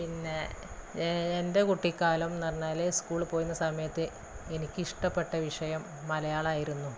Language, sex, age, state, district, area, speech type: Malayalam, female, 30-45, Kerala, Malappuram, rural, spontaneous